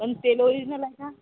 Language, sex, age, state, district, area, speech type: Marathi, female, 30-45, Maharashtra, Akola, urban, conversation